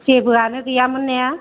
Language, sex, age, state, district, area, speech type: Bodo, female, 45-60, Assam, Chirang, rural, conversation